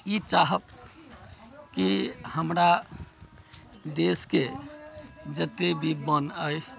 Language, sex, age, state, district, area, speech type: Maithili, male, 60+, Bihar, Sitamarhi, rural, spontaneous